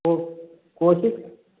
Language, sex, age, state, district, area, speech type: Hindi, male, 30-45, Uttar Pradesh, Prayagraj, rural, conversation